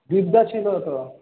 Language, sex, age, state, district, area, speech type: Bengali, male, 45-60, West Bengal, Paschim Bardhaman, rural, conversation